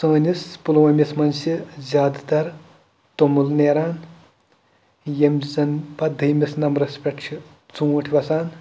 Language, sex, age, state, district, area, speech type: Kashmiri, male, 18-30, Jammu and Kashmir, Pulwama, rural, spontaneous